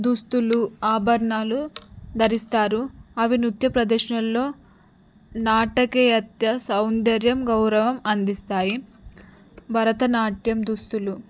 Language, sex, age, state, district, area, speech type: Telugu, female, 18-30, Telangana, Narayanpet, rural, spontaneous